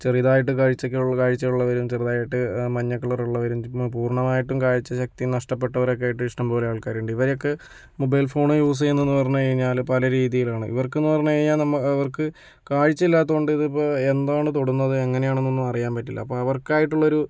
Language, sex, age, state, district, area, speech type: Malayalam, male, 18-30, Kerala, Kozhikode, urban, spontaneous